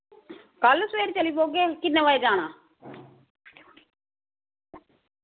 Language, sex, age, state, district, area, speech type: Dogri, female, 45-60, Jammu and Kashmir, Samba, rural, conversation